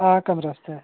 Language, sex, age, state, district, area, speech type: Dogri, male, 30-45, Jammu and Kashmir, Udhampur, rural, conversation